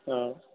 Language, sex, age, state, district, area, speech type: Telugu, male, 18-30, Telangana, Khammam, urban, conversation